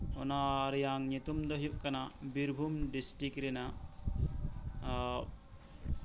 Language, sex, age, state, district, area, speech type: Santali, male, 18-30, West Bengal, Birbhum, rural, spontaneous